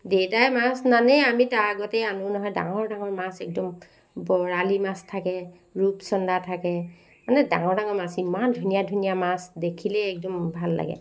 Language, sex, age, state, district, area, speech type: Assamese, female, 45-60, Assam, Sivasagar, rural, spontaneous